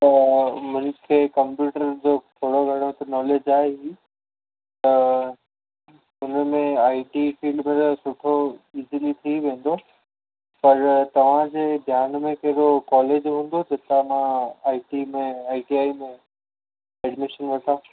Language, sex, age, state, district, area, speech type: Sindhi, male, 18-30, Gujarat, Kutch, urban, conversation